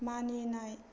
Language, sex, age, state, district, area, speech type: Bodo, female, 30-45, Assam, Chirang, urban, read